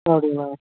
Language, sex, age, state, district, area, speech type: Tamil, male, 45-60, Tamil Nadu, Dharmapuri, rural, conversation